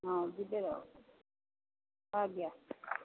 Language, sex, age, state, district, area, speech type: Odia, female, 45-60, Odisha, Sundergarh, rural, conversation